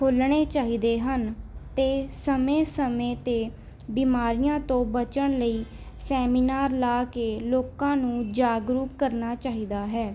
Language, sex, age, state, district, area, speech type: Punjabi, female, 18-30, Punjab, Mohali, urban, spontaneous